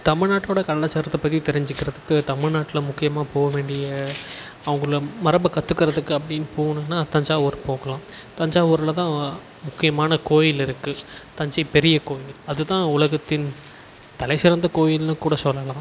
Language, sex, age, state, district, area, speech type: Tamil, male, 18-30, Tamil Nadu, Tiruvannamalai, urban, spontaneous